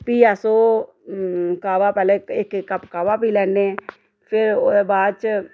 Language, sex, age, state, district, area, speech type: Dogri, female, 45-60, Jammu and Kashmir, Reasi, rural, spontaneous